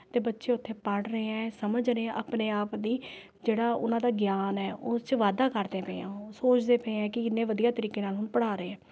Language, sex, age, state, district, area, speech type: Punjabi, female, 30-45, Punjab, Rupnagar, urban, spontaneous